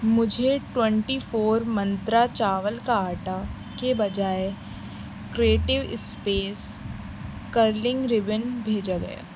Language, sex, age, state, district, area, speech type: Urdu, female, 18-30, Delhi, East Delhi, urban, read